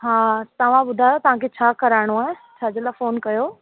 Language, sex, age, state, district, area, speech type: Sindhi, female, 18-30, Rajasthan, Ajmer, urban, conversation